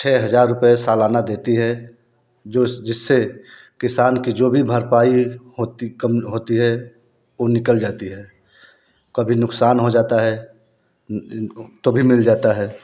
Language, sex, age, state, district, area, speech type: Hindi, male, 30-45, Uttar Pradesh, Prayagraj, rural, spontaneous